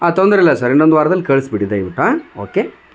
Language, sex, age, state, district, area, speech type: Kannada, male, 30-45, Karnataka, Vijayanagara, rural, spontaneous